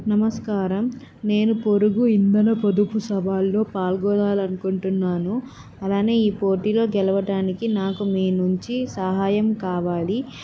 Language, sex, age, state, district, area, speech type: Telugu, female, 18-30, Andhra Pradesh, Vizianagaram, urban, spontaneous